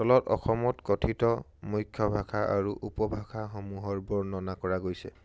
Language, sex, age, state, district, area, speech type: Assamese, male, 18-30, Assam, Charaideo, urban, spontaneous